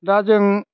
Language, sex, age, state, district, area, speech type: Bodo, male, 45-60, Assam, Chirang, rural, spontaneous